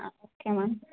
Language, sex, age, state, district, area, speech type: Kannada, female, 18-30, Karnataka, Hassan, rural, conversation